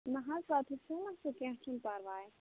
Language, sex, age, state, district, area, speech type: Kashmiri, female, 18-30, Jammu and Kashmir, Kulgam, rural, conversation